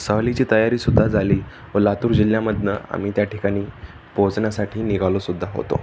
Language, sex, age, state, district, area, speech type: Marathi, male, 18-30, Maharashtra, Pune, urban, spontaneous